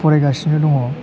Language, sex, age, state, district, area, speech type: Bodo, male, 30-45, Assam, Chirang, rural, spontaneous